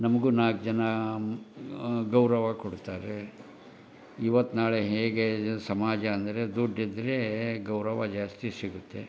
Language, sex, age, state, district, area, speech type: Kannada, male, 60+, Karnataka, Koppal, rural, spontaneous